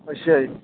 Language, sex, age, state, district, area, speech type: Punjabi, male, 18-30, Punjab, Kapurthala, urban, conversation